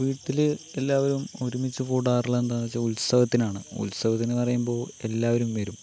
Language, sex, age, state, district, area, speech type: Malayalam, male, 18-30, Kerala, Palakkad, rural, spontaneous